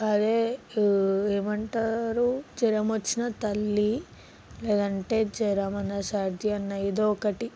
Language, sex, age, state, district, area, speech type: Telugu, female, 18-30, Telangana, Sangareddy, urban, spontaneous